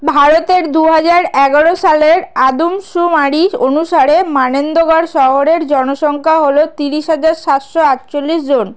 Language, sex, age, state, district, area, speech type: Bengali, female, 30-45, West Bengal, South 24 Parganas, rural, read